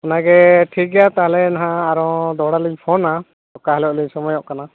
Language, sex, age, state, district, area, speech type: Santali, male, 60+, Jharkhand, East Singhbhum, rural, conversation